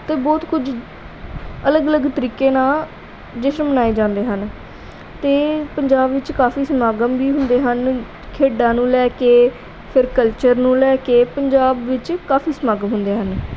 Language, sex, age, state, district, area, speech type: Punjabi, female, 18-30, Punjab, Pathankot, urban, spontaneous